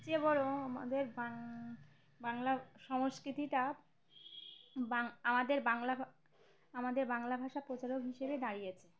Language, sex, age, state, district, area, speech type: Bengali, female, 18-30, West Bengal, Uttar Dinajpur, urban, spontaneous